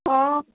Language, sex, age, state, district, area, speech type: Odia, female, 18-30, Odisha, Sundergarh, urban, conversation